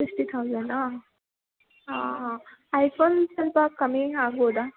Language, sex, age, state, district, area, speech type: Kannada, female, 18-30, Karnataka, Belgaum, rural, conversation